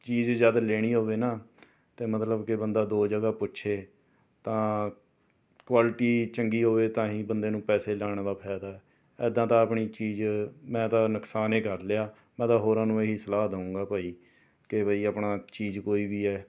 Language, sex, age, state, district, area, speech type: Punjabi, male, 45-60, Punjab, Rupnagar, urban, spontaneous